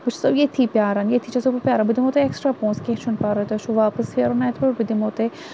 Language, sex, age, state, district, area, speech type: Kashmiri, female, 30-45, Jammu and Kashmir, Srinagar, urban, spontaneous